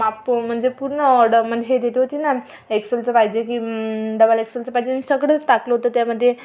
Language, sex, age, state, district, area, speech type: Marathi, female, 18-30, Maharashtra, Amravati, urban, spontaneous